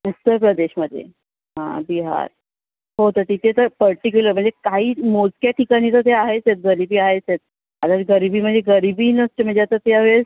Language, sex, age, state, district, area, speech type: Marathi, female, 18-30, Maharashtra, Thane, urban, conversation